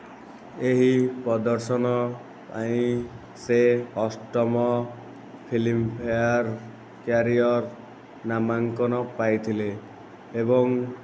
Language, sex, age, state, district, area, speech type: Odia, male, 18-30, Odisha, Nayagarh, rural, read